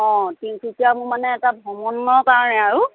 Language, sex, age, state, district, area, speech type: Assamese, female, 45-60, Assam, Sivasagar, urban, conversation